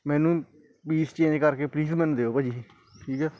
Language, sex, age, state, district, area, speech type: Punjabi, male, 18-30, Punjab, Kapurthala, urban, spontaneous